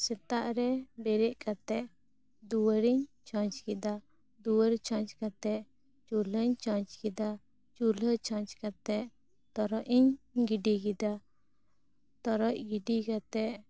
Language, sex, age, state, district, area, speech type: Santali, female, 18-30, West Bengal, Bankura, rural, spontaneous